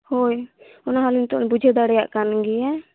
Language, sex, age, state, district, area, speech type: Santali, female, 18-30, Jharkhand, Seraikela Kharsawan, rural, conversation